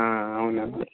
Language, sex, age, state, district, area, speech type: Telugu, male, 30-45, Andhra Pradesh, Srikakulam, urban, conversation